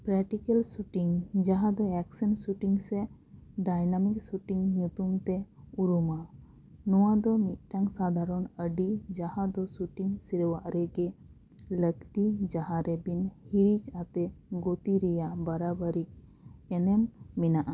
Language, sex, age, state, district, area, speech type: Santali, female, 30-45, West Bengal, Paschim Bardhaman, rural, read